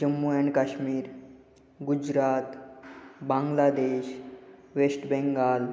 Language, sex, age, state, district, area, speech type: Marathi, male, 18-30, Maharashtra, Ratnagiri, urban, spontaneous